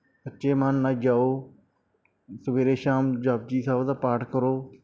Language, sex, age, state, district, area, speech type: Punjabi, male, 18-30, Punjab, Kapurthala, urban, spontaneous